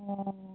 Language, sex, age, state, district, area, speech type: Assamese, female, 18-30, Assam, Sivasagar, rural, conversation